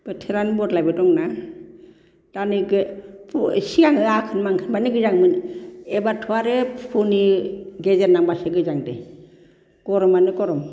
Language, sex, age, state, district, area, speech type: Bodo, female, 60+, Assam, Baksa, urban, spontaneous